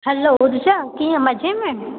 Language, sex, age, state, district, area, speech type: Sindhi, female, 18-30, Gujarat, Junagadh, urban, conversation